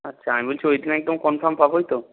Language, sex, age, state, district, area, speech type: Bengali, male, 18-30, West Bengal, North 24 Parganas, rural, conversation